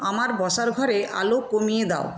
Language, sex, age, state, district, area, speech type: Bengali, female, 60+, West Bengal, Paschim Medinipur, rural, read